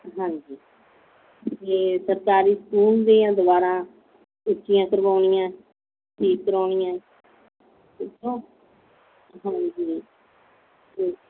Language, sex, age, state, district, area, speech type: Punjabi, female, 45-60, Punjab, Mansa, urban, conversation